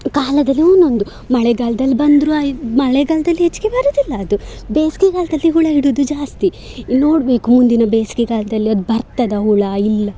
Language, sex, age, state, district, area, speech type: Kannada, female, 18-30, Karnataka, Dakshina Kannada, urban, spontaneous